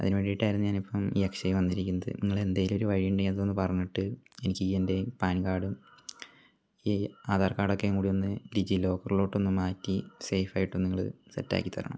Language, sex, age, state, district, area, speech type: Malayalam, male, 18-30, Kerala, Wayanad, rural, spontaneous